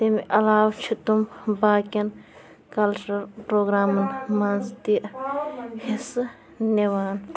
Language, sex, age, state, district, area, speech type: Kashmiri, female, 30-45, Jammu and Kashmir, Bandipora, rural, spontaneous